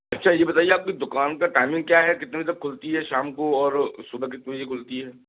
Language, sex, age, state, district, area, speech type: Hindi, male, 30-45, Madhya Pradesh, Gwalior, rural, conversation